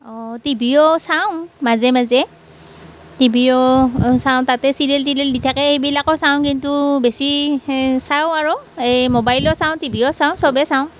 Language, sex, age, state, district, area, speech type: Assamese, female, 45-60, Assam, Nalbari, rural, spontaneous